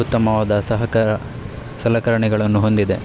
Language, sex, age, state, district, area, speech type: Kannada, male, 30-45, Karnataka, Udupi, rural, spontaneous